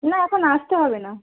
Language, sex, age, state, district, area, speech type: Bengali, female, 18-30, West Bengal, Uttar Dinajpur, urban, conversation